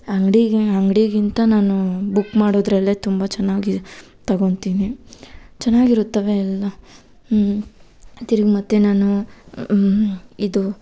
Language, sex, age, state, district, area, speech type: Kannada, female, 18-30, Karnataka, Kolar, rural, spontaneous